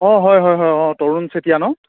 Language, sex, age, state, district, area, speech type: Assamese, male, 18-30, Assam, Lakhimpur, urban, conversation